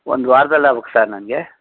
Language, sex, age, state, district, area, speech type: Kannada, male, 60+, Karnataka, Shimoga, urban, conversation